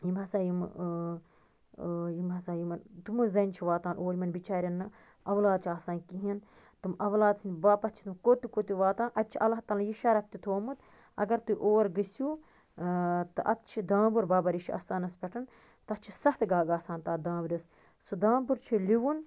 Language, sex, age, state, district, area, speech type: Kashmiri, female, 30-45, Jammu and Kashmir, Baramulla, rural, spontaneous